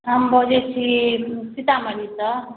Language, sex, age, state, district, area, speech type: Maithili, male, 45-60, Bihar, Sitamarhi, urban, conversation